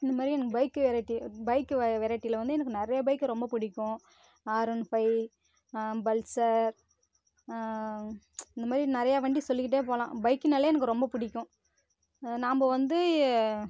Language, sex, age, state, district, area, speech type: Tamil, female, 18-30, Tamil Nadu, Kallakurichi, rural, spontaneous